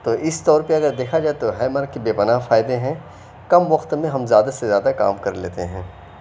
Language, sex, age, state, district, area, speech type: Urdu, male, 30-45, Uttar Pradesh, Mau, urban, spontaneous